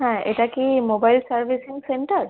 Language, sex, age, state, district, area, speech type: Bengali, female, 18-30, West Bengal, Kolkata, urban, conversation